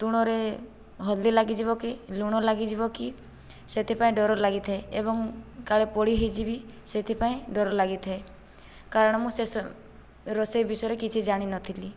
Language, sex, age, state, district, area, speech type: Odia, female, 18-30, Odisha, Boudh, rural, spontaneous